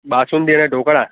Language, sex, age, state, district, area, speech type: Gujarati, male, 30-45, Gujarat, Ahmedabad, urban, conversation